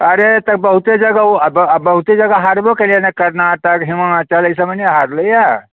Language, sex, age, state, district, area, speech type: Maithili, male, 60+, Bihar, Muzaffarpur, urban, conversation